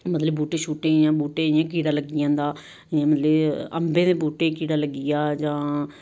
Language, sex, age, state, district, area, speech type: Dogri, female, 30-45, Jammu and Kashmir, Samba, rural, spontaneous